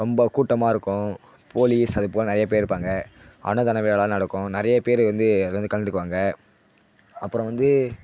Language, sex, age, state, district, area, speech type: Tamil, male, 18-30, Tamil Nadu, Tiruvannamalai, urban, spontaneous